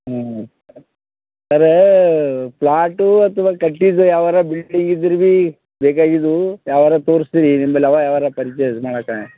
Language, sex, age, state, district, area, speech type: Kannada, male, 60+, Karnataka, Bidar, urban, conversation